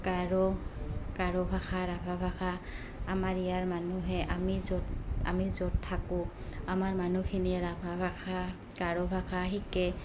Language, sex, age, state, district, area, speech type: Assamese, female, 30-45, Assam, Goalpara, rural, spontaneous